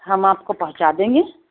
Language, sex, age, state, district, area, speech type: Urdu, female, 60+, Delhi, Central Delhi, urban, conversation